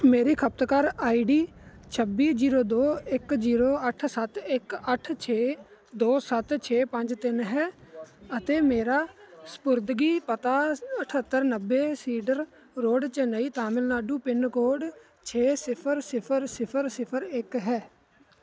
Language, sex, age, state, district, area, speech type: Punjabi, male, 18-30, Punjab, Ludhiana, urban, read